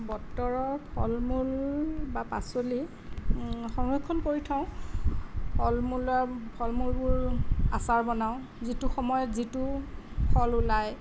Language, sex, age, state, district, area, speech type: Assamese, female, 45-60, Assam, Sonitpur, urban, spontaneous